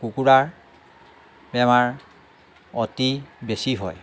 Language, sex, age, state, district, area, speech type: Assamese, male, 60+, Assam, Lakhimpur, urban, spontaneous